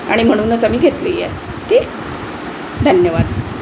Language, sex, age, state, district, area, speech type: Marathi, female, 60+, Maharashtra, Wardha, urban, spontaneous